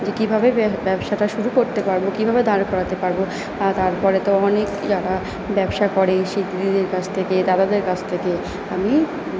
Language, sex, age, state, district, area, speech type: Bengali, female, 45-60, West Bengal, Purba Bardhaman, rural, spontaneous